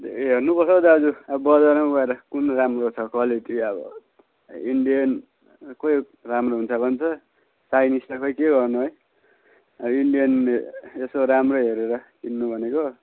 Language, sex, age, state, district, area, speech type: Nepali, male, 30-45, West Bengal, Kalimpong, rural, conversation